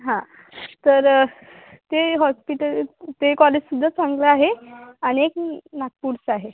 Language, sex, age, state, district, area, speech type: Marathi, female, 18-30, Maharashtra, Akola, rural, conversation